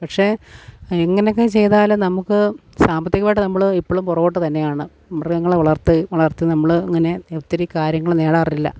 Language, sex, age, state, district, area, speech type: Malayalam, female, 30-45, Kerala, Alappuzha, rural, spontaneous